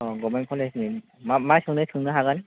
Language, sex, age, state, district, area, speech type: Bodo, male, 18-30, Assam, Kokrajhar, rural, conversation